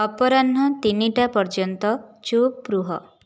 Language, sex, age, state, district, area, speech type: Odia, female, 30-45, Odisha, Jajpur, rural, read